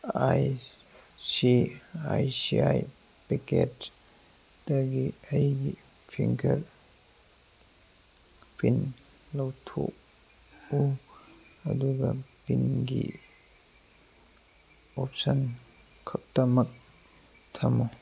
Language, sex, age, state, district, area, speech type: Manipuri, male, 30-45, Manipur, Churachandpur, rural, read